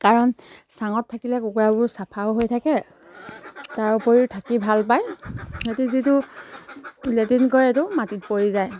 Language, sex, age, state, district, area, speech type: Assamese, female, 30-45, Assam, Charaideo, rural, spontaneous